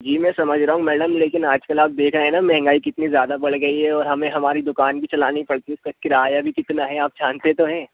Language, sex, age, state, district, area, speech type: Hindi, male, 45-60, Madhya Pradesh, Bhopal, urban, conversation